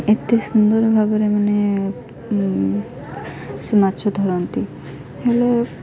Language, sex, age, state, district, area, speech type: Odia, female, 18-30, Odisha, Malkangiri, urban, spontaneous